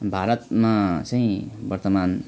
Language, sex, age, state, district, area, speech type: Nepali, male, 30-45, West Bengal, Alipurduar, urban, spontaneous